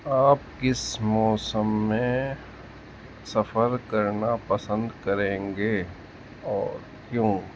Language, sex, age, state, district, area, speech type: Urdu, male, 45-60, Uttar Pradesh, Muzaffarnagar, urban, spontaneous